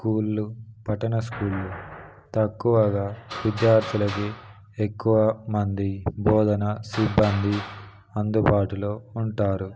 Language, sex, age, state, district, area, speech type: Telugu, male, 18-30, Telangana, Kamareddy, urban, spontaneous